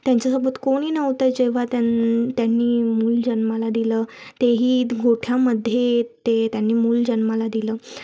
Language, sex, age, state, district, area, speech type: Marathi, female, 18-30, Maharashtra, Thane, urban, spontaneous